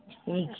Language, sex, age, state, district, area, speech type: Urdu, female, 60+, Bihar, Khagaria, rural, conversation